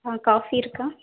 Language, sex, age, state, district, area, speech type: Tamil, female, 30-45, Tamil Nadu, Madurai, urban, conversation